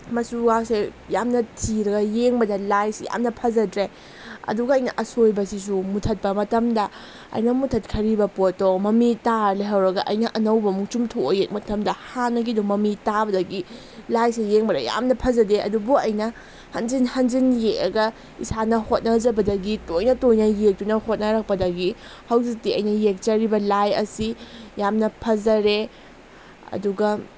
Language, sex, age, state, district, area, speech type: Manipuri, female, 18-30, Manipur, Kakching, rural, spontaneous